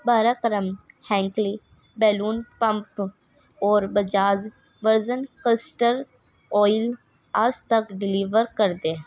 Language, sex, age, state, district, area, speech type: Urdu, female, 18-30, Uttar Pradesh, Ghaziabad, rural, read